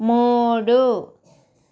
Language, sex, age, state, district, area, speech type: Telugu, female, 18-30, Andhra Pradesh, Konaseema, rural, read